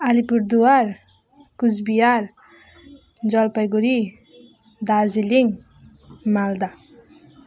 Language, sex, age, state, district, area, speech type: Nepali, female, 18-30, West Bengal, Alipurduar, rural, spontaneous